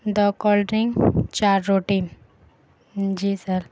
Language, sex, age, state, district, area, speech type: Urdu, female, 18-30, Bihar, Saharsa, rural, spontaneous